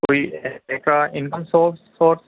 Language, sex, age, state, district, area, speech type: Urdu, male, 30-45, Delhi, Central Delhi, urban, conversation